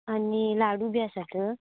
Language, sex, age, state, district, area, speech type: Goan Konkani, female, 18-30, Goa, Canacona, rural, conversation